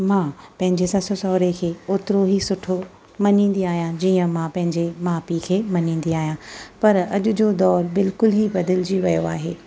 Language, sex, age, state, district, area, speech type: Sindhi, female, 30-45, Maharashtra, Thane, urban, spontaneous